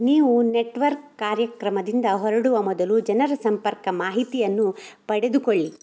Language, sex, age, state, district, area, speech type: Kannada, male, 18-30, Karnataka, Shimoga, rural, read